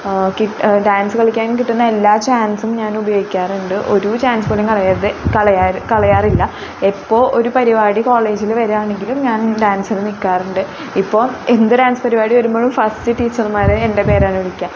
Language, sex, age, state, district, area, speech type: Malayalam, female, 18-30, Kerala, Thrissur, rural, spontaneous